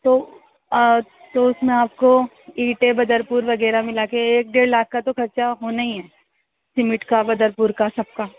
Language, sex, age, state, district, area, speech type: Urdu, female, 30-45, Delhi, East Delhi, urban, conversation